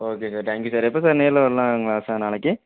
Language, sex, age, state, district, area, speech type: Tamil, male, 18-30, Tamil Nadu, Tiruchirappalli, rural, conversation